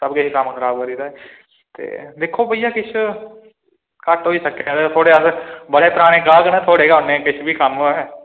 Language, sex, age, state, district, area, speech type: Dogri, male, 18-30, Jammu and Kashmir, Udhampur, urban, conversation